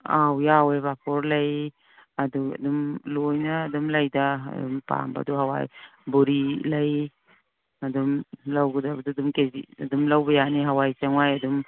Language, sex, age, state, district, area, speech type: Manipuri, female, 60+, Manipur, Imphal East, rural, conversation